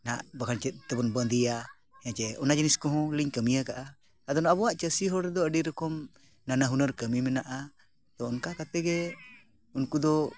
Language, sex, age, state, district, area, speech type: Santali, male, 45-60, Jharkhand, Bokaro, rural, spontaneous